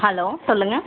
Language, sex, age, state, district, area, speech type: Tamil, female, 18-30, Tamil Nadu, Tirupattur, rural, conversation